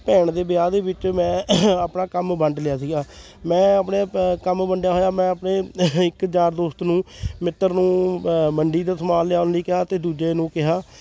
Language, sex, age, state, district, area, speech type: Punjabi, male, 30-45, Punjab, Fatehgarh Sahib, rural, spontaneous